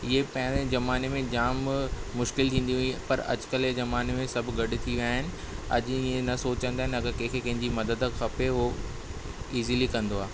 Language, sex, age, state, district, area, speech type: Sindhi, male, 18-30, Maharashtra, Thane, urban, spontaneous